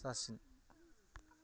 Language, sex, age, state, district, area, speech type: Bodo, male, 45-60, Assam, Baksa, rural, spontaneous